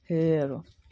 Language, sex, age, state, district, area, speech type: Assamese, male, 30-45, Assam, Darrang, rural, spontaneous